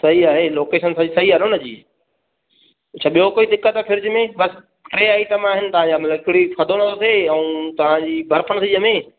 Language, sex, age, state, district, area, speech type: Sindhi, male, 30-45, Madhya Pradesh, Katni, urban, conversation